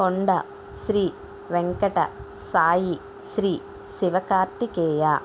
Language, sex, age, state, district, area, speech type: Telugu, female, 60+, Andhra Pradesh, Konaseema, rural, spontaneous